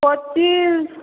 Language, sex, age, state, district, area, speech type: Odia, female, 18-30, Odisha, Boudh, rural, conversation